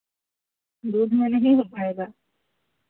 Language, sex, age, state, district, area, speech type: Hindi, female, 45-60, Uttar Pradesh, Hardoi, rural, conversation